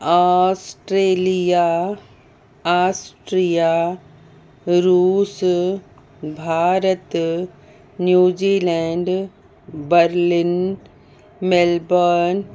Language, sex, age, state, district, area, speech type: Sindhi, female, 60+, Uttar Pradesh, Lucknow, rural, spontaneous